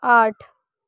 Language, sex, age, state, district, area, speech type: Maithili, female, 18-30, Bihar, Muzaffarpur, rural, read